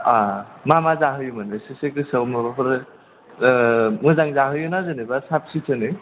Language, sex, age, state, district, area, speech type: Bodo, male, 18-30, Assam, Chirang, rural, conversation